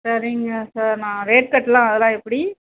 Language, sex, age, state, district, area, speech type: Tamil, female, 45-60, Tamil Nadu, Ariyalur, rural, conversation